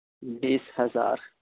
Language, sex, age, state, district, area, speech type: Urdu, male, 18-30, Uttar Pradesh, Saharanpur, urban, conversation